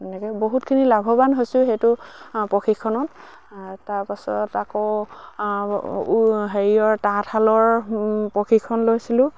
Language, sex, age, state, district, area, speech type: Assamese, female, 60+, Assam, Dibrugarh, rural, spontaneous